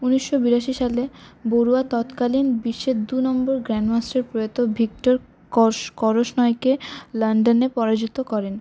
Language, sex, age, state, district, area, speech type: Bengali, female, 18-30, West Bengal, Paschim Bardhaman, urban, spontaneous